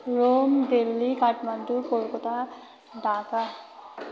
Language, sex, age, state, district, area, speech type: Nepali, female, 18-30, West Bengal, Darjeeling, rural, spontaneous